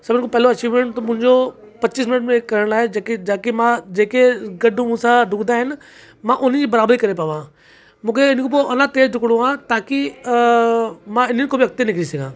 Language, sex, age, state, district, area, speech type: Sindhi, male, 30-45, Uttar Pradesh, Lucknow, rural, spontaneous